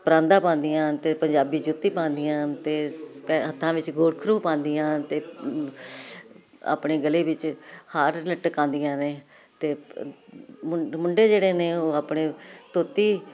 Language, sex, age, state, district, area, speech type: Punjabi, female, 60+, Punjab, Jalandhar, urban, spontaneous